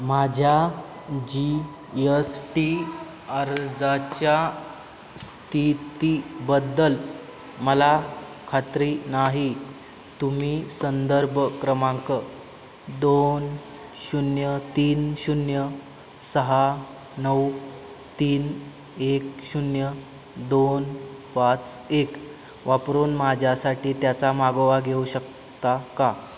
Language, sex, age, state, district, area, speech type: Marathi, male, 18-30, Maharashtra, Satara, urban, read